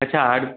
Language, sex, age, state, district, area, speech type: Hindi, male, 18-30, Madhya Pradesh, Ujjain, urban, conversation